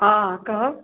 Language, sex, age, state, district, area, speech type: Maithili, female, 45-60, Bihar, Supaul, rural, conversation